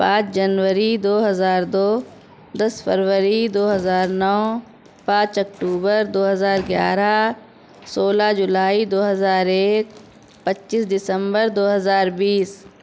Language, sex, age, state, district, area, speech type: Urdu, female, 30-45, Uttar Pradesh, Shahjahanpur, urban, spontaneous